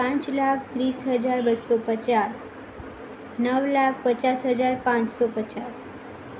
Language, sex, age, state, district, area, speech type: Gujarati, female, 18-30, Gujarat, Mehsana, rural, spontaneous